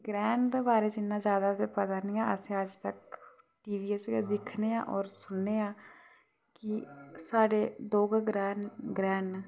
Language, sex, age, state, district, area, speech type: Dogri, female, 30-45, Jammu and Kashmir, Reasi, rural, spontaneous